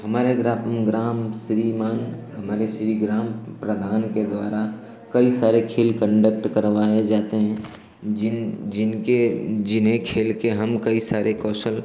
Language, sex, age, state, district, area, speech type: Hindi, male, 18-30, Uttar Pradesh, Ghazipur, rural, spontaneous